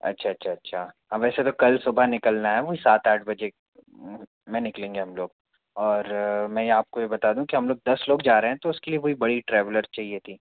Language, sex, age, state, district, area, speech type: Hindi, male, 60+, Madhya Pradesh, Bhopal, urban, conversation